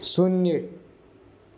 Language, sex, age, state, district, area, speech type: Hindi, male, 18-30, Rajasthan, Nagaur, rural, read